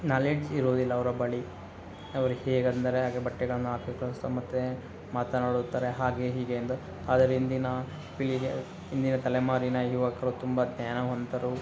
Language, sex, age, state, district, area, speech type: Kannada, male, 60+, Karnataka, Kolar, rural, spontaneous